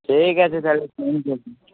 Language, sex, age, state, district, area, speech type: Bengali, male, 18-30, West Bengal, Uttar Dinajpur, rural, conversation